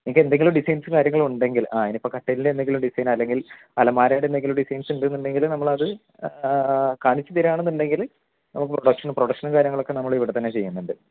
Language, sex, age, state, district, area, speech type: Malayalam, male, 45-60, Kerala, Wayanad, rural, conversation